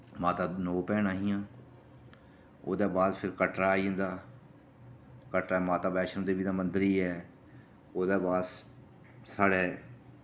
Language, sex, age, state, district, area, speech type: Dogri, male, 30-45, Jammu and Kashmir, Reasi, rural, spontaneous